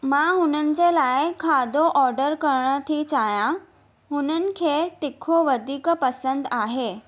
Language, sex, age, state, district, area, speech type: Sindhi, female, 18-30, Maharashtra, Mumbai Suburban, urban, spontaneous